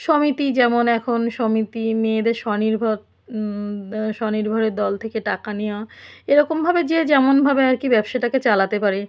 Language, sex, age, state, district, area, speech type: Bengali, female, 45-60, West Bengal, South 24 Parganas, rural, spontaneous